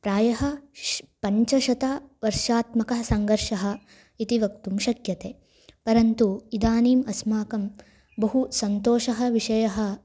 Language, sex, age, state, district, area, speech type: Sanskrit, female, 18-30, Karnataka, Hassan, rural, spontaneous